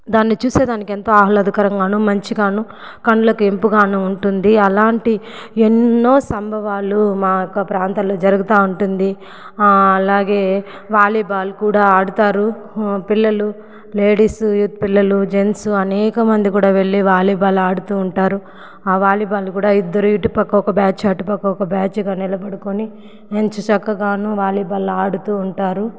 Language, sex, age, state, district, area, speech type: Telugu, female, 45-60, Andhra Pradesh, Sri Balaji, urban, spontaneous